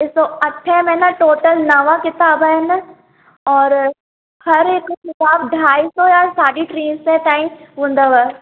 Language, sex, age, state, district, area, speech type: Sindhi, female, 18-30, Madhya Pradesh, Katni, urban, conversation